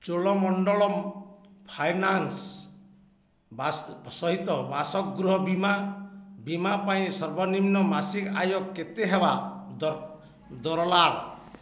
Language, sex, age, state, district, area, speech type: Odia, male, 60+, Odisha, Balangir, urban, read